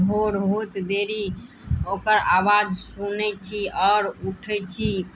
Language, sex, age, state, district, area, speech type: Maithili, female, 18-30, Bihar, Madhubani, rural, spontaneous